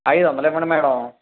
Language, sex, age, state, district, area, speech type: Telugu, male, 18-30, Andhra Pradesh, Guntur, urban, conversation